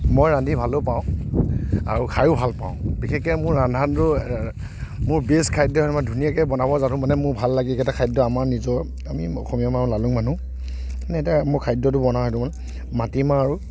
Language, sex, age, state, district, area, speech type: Assamese, male, 45-60, Assam, Kamrup Metropolitan, urban, spontaneous